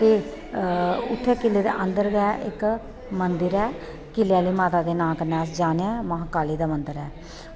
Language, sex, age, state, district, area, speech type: Dogri, female, 30-45, Jammu and Kashmir, Kathua, rural, spontaneous